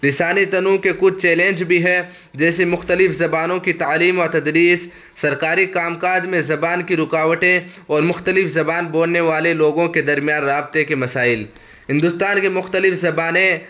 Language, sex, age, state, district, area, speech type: Urdu, male, 18-30, Uttar Pradesh, Saharanpur, urban, spontaneous